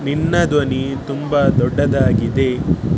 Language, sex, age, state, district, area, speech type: Kannada, male, 18-30, Karnataka, Shimoga, rural, read